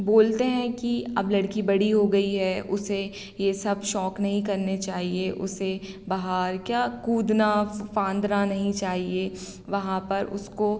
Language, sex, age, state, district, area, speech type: Hindi, female, 18-30, Madhya Pradesh, Hoshangabad, rural, spontaneous